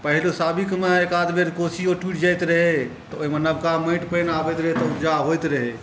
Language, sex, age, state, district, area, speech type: Maithili, male, 30-45, Bihar, Saharsa, rural, spontaneous